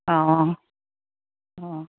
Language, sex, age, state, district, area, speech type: Assamese, female, 45-60, Assam, Udalguri, rural, conversation